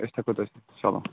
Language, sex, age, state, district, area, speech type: Kashmiri, female, 18-30, Jammu and Kashmir, Kulgam, rural, conversation